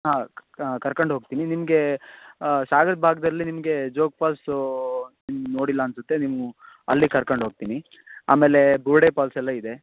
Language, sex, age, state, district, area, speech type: Kannada, male, 18-30, Karnataka, Shimoga, rural, conversation